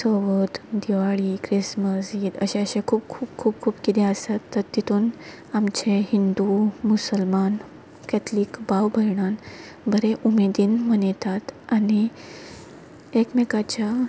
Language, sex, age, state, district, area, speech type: Goan Konkani, female, 18-30, Goa, Quepem, rural, spontaneous